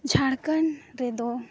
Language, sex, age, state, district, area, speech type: Santali, female, 18-30, Jharkhand, East Singhbhum, rural, spontaneous